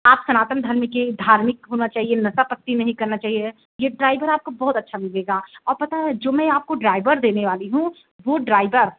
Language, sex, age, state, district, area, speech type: Hindi, female, 18-30, Uttar Pradesh, Pratapgarh, rural, conversation